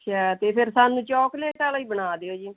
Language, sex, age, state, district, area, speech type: Punjabi, female, 45-60, Punjab, Fazilka, rural, conversation